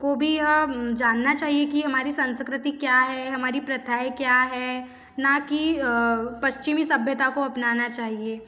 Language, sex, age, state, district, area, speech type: Hindi, female, 30-45, Madhya Pradesh, Betul, rural, spontaneous